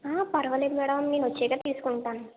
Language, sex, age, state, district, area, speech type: Telugu, female, 30-45, Andhra Pradesh, Konaseema, urban, conversation